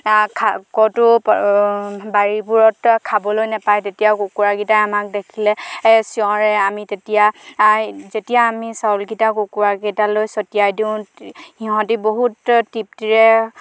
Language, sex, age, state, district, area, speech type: Assamese, female, 18-30, Assam, Dhemaji, rural, spontaneous